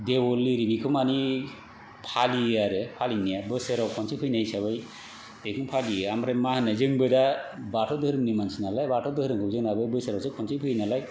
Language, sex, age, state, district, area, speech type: Bodo, male, 30-45, Assam, Kokrajhar, rural, spontaneous